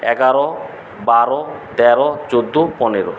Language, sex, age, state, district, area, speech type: Bengali, male, 45-60, West Bengal, Paschim Medinipur, rural, spontaneous